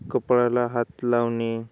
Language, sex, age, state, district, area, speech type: Marathi, male, 18-30, Maharashtra, Hingoli, urban, spontaneous